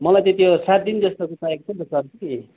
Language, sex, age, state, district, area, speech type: Nepali, male, 45-60, West Bengal, Darjeeling, rural, conversation